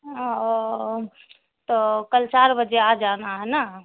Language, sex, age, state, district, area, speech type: Urdu, female, 18-30, Bihar, Saharsa, rural, conversation